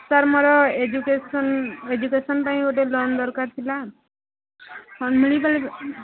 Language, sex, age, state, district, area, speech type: Odia, female, 18-30, Odisha, Subarnapur, urban, conversation